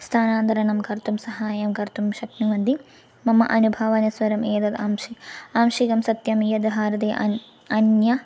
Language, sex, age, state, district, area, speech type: Sanskrit, female, 18-30, Kerala, Thrissur, rural, spontaneous